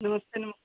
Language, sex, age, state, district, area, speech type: Hindi, female, 30-45, Uttar Pradesh, Mau, rural, conversation